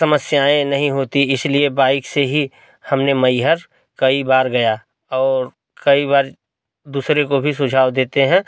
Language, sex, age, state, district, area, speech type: Hindi, male, 45-60, Uttar Pradesh, Prayagraj, rural, spontaneous